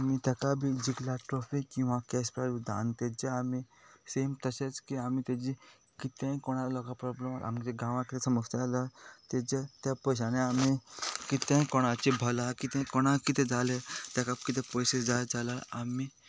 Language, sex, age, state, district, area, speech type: Goan Konkani, male, 30-45, Goa, Quepem, rural, spontaneous